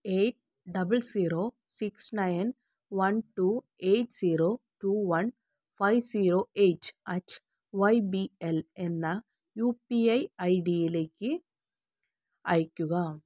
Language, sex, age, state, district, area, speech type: Malayalam, female, 30-45, Kerala, Palakkad, rural, read